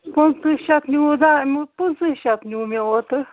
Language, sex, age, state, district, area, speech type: Kashmiri, female, 45-60, Jammu and Kashmir, Srinagar, urban, conversation